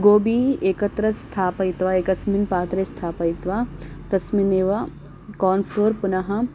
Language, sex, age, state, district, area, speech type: Sanskrit, female, 18-30, Karnataka, Davanagere, urban, spontaneous